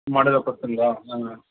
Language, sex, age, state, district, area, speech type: Tamil, male, 30-45, Tamil Nadu, Dharmapuri, rural, conversation